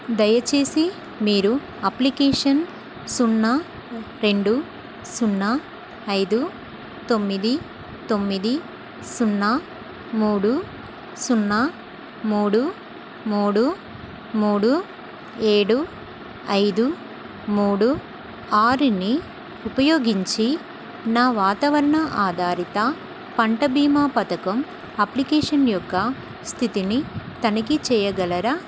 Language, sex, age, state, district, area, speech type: Telugu, female, 30-45, Telangana, Karimnagar, rural, read